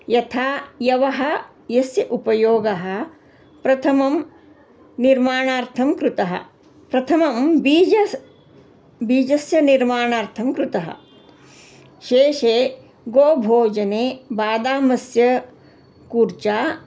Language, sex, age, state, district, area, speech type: Sanskrit, female, 45-60, Karnataka, Belgaum, urban, spontaneous